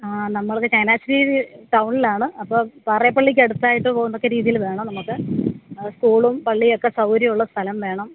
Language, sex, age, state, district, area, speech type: Malayalam, female, 45-60, Kerala, Alappuzha, urban, conversation